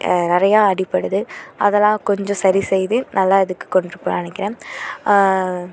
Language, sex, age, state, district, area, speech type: Tamil, female, 18-30, Tamil Nadu, Thanjavur, urban, spontaneous